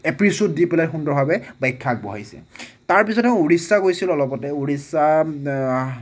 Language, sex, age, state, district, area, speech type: Assamese, male, 18-30, Assam, Nagaon, rural, spontaneous